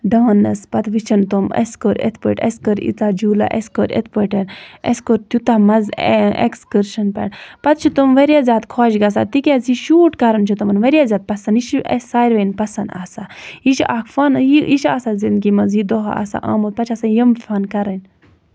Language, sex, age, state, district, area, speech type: Kashmiri, female, 18-30, Jammu and Kashmir, Kupwara, rural, spontaneous